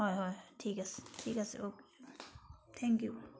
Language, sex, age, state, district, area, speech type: Assamese, female, 60+, Assam, Charaideo, urban, spontaneous